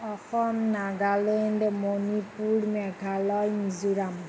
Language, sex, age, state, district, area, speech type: Assamese, female, 30-45, Assam, Nagaon, urban, spontaneous